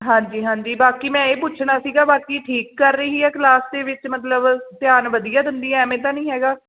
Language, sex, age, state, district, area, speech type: Punjabi, female, 18-30, Punjab, Fatehgarh Sahib, rural, conversation